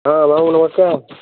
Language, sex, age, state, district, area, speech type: Odia, male, 30-45, Odisha, Sambalpur, rural, conversation